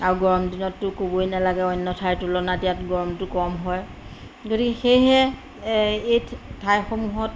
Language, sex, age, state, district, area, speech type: Assamese, female, 45-60, Assam, Majuli, rural, spontaneous